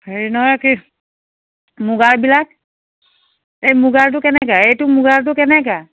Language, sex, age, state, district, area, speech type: Assamese, female, 45-60, Assam, Biswanath, rural, conversation